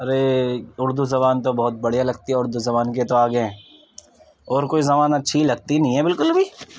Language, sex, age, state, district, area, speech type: Urdu, male, 30-45, Uttar Pradesh, Ghaziabad, urban, spontaneous